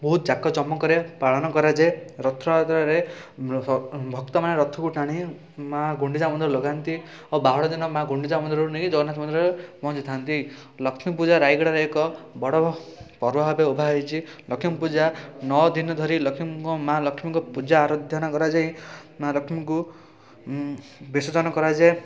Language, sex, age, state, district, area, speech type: Odia, male, 18-30, Odisha, Rayagada, urban, spontaneous